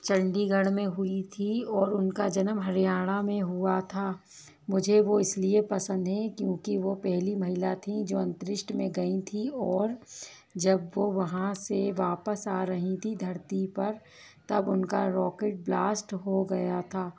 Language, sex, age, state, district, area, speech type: Hindi, female, 30-45, Madhya Pradesh, Bhopal, urban, spontaneous